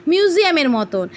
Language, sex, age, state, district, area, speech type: Bengali, female, 18-30, West Bengal, Jhargram, rural, spontaneous